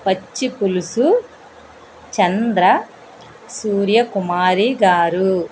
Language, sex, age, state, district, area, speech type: Telugu, female, 45-60, Andhra Pradesh, East Godavari, rural, spontaneous